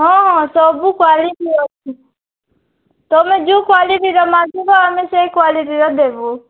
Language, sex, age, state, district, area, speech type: Odia, female, 45-60, Odisha, Nabarangpur, rural, conversation